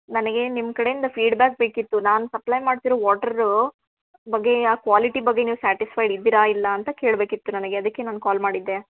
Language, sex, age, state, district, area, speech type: Kannada, female, 30-45, Karnataka, Gulbarga, urban, conversation